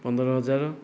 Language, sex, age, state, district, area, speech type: Odia, male, 45-60, Odisha, Kandhamal, rural, spontaneous